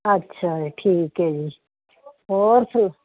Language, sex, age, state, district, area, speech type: Punjabi, female, 45-60, Punjab, Firozpur, rural, conversation